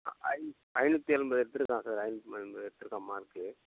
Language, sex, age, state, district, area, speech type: Tamil, male, 30-45, Tamil Nadu, Tiruchirappalli, rural, conversation